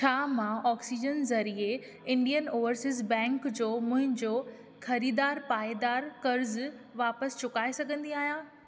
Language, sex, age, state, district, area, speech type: Sindhi, female, 18-30, Maharashtra, Thane, urban, read